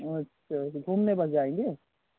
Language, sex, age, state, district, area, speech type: Hindi, male, 18-30, Uttar Pradesh, Prayagraj, urban, conversation